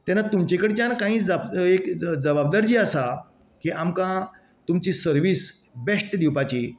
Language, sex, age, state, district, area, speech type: Goan Konkani, male, 60+, Goa, Canacona, rural, spontaneous